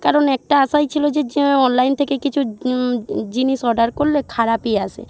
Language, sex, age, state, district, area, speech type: Bengali, female, 18-30, West Bengal, Jhargram, rural, spontaneous